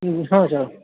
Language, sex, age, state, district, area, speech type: Maithili, male, 30-45, Bihar, Purnia, urban, conversation